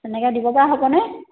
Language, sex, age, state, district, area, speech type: Assamese, female, 30-45, Assam, Sivasagar, rural, conversation